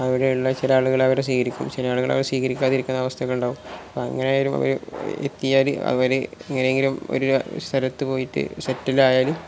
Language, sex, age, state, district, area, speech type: Malayalam, male, 18-30, Kerala, Malappuram, rural, spontaneous